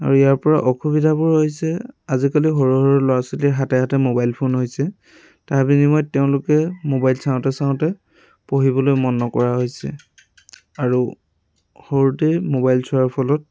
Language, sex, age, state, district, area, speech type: Assamese, male, 18-30, Assam, Lakhimpur, rural, spontaneous